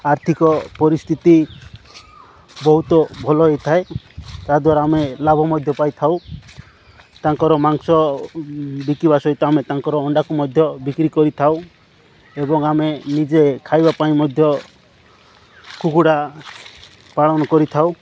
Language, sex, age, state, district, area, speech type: Odia, male, 45-60, Odisha, Nabarangpur, rural, spontaneous